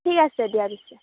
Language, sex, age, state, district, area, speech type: Assamese, female, 18-30, Assam, Chirang, rural, conversation